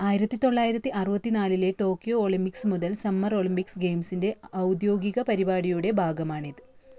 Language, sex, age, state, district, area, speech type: Malayalam, female, 30-45, Kerala, Kasaragod, rural, read